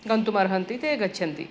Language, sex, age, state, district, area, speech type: Sanskrit, female, 45-60, Andhra Pradesh, East Godavari, urban, spontaneous